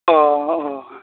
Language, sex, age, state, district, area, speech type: Bodo, male, 18-30, Assam, Baksa, rural, conversation